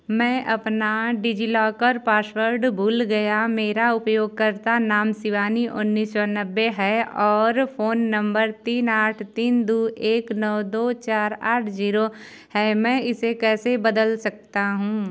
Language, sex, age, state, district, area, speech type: Hindi, female, 30-45, Uttar Pradesh, Azamgarh, rural, read